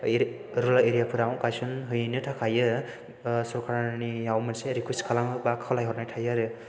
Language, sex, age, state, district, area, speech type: Bodo, male, 18-30, Assam, Chirang, rural, spontaneous